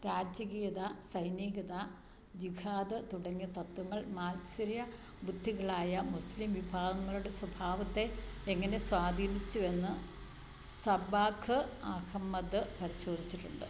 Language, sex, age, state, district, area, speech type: Malayalam, female, 60+, Kerala, Idukki, rural, read